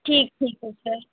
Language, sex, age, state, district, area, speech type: Hindi, female, 18-30, Uttar Pradesh, Ghazipur, urban, conversation